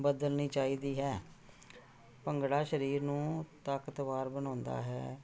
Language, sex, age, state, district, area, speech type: Punjabi, female, 45-60, Punjab, Jalandhar, urban, spontaneous